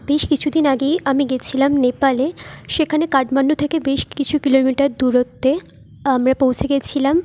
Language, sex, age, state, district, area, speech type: Bengali, female, 18-30, West Bengal, Jhargram, rural, spontaneous